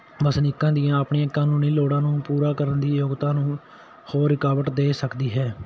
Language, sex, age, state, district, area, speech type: Punjabi, male, 18-30, Punjab, Patiala, urban, spontaneous